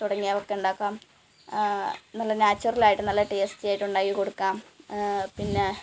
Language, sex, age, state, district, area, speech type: Malayalam, female, 18-30, Kerala, Malappuram, rural, spontaneous